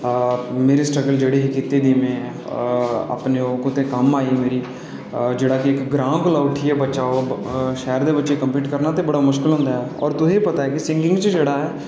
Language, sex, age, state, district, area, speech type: Dogri, male, 18-30, Jammu and Kashmir, Udhampur, rural, spontaneous